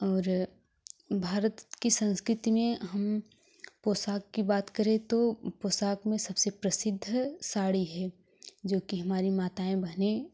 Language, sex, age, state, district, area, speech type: Hindi, female, 18-30, Uttar Pradesh, Jaunpur, urban, spontaneous